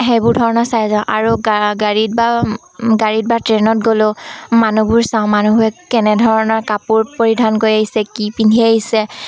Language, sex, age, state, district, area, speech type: Assamese, female, 18-30, Assam, Dhemaji, urban, spontaneous